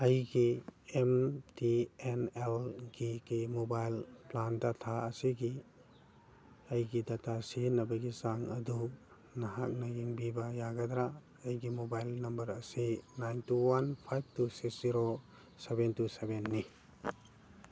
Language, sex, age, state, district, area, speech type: Manipuri, male, 45-60, Manipur, Churachandpur, urban, read